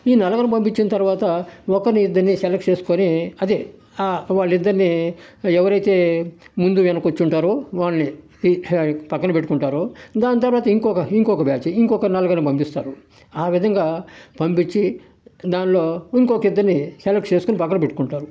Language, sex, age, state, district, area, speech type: Telugu, male, 60+, Andhra Pradesh, Sri Balaji, urban, spontaneous